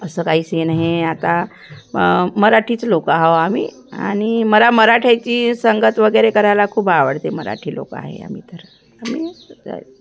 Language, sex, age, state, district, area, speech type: Marathi, female, 60+, Maharashtra, Thane, rural, spontaneous